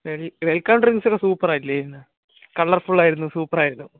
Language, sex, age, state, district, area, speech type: Malayalam, male, 18-30, Kerala, Kollam, rural, conversation